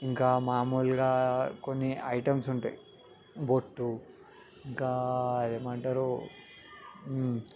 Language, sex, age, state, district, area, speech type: Telugu, male, 18-30, Telangana, Ranga Reddy, urban, spontaneous